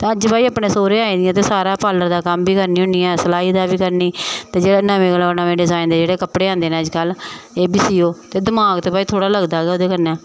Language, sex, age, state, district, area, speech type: Dogri, female, 45-60, Jammu and Kashmir, Samba, rural, spontaneous